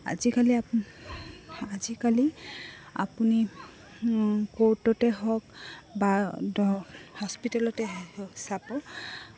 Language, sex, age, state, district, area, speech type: Assamese, female, 18-30, Assam, Goalpara, urban, spontaneous